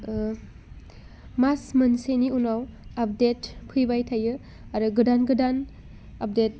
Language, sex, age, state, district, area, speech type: Bodo, female, 18-30, Assam, Udalguri, urban, spontaneous